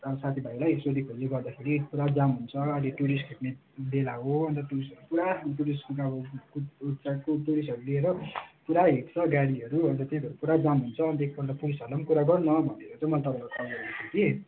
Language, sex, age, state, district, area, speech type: Nepali, male, 18-30, West Bengal, Darjeeling, rural, conversation